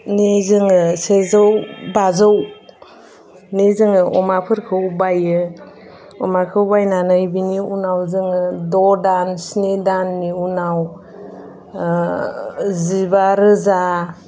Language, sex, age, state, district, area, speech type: Bodo, female, 30-45, Assam, Udalguri, urban, spontaneous